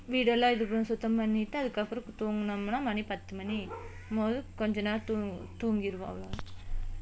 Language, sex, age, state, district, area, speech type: Tamil, female, 30-45, Tamil Nadu, Coimbatore, rural, spontaneous